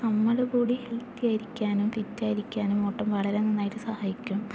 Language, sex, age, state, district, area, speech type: Malayalam, female, 18-30, Kerala, Palakkad, urban, spontaneous